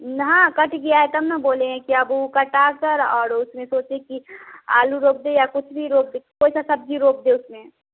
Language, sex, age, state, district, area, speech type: Hindi, female, 18-30, Bihar, Vaishali, rural, conversation